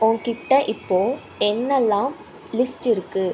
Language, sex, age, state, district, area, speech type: Tamil, female, 18-30, Tamil Nadu, Ariyalur, rural, read